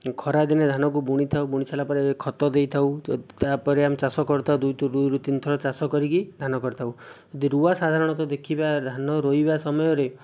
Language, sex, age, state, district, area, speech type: Odia, male, 45-60, Odisha, Jajpur, rural, spontaneous